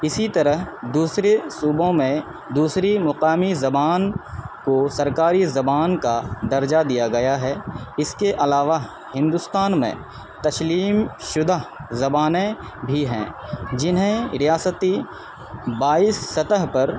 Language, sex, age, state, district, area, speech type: Urdu, male, 30-45, Bihar, Purnia, rural, spontaneous